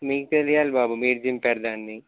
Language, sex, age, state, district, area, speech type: Telugu, male, 18-30, Telangana, Nalgonda, urban, conversation